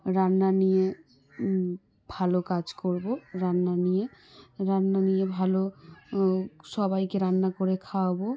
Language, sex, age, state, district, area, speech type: Bengali, female, 18-30, West Bengal, South 24 Parganas, rural, spontaneous